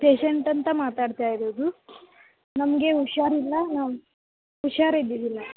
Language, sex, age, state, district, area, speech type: Kannada, female, 18-30, Karnataka, Dharwad, urban, conversation